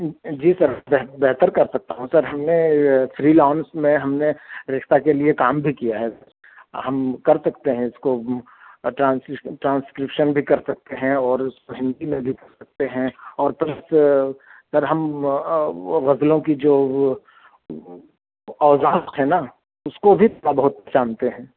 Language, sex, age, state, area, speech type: Urdu, male, 30-45, Jharkhand, urban, conversation